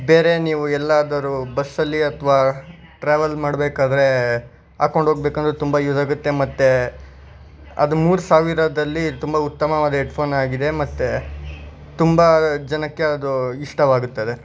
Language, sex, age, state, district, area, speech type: Kannada, male, 18-30, Karnataka, Bangalore Rural, urban, spontaneous